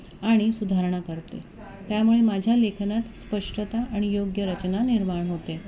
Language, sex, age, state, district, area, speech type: Marathi, female, 45-60, Maharashtra, Thane, rural, spontaneous